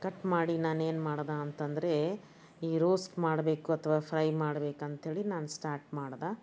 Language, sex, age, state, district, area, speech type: Kannada, female, 60+, Karnataka, Bidar, urban, spontaneous